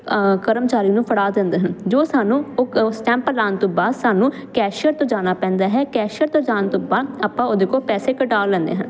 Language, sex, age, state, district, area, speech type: Punjabi, female, 18-30, Punjab, Jalandhar, urban, spontaneous